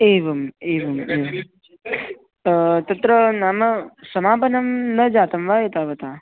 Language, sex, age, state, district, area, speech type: Sanskrit, male, 18-30, Maharashtra, Buldhana, urban, conversation